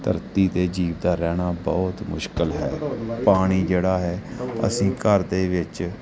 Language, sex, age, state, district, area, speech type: Punjabi, male, 30-45, Punjab, Gurdaspur, rural, spontaneous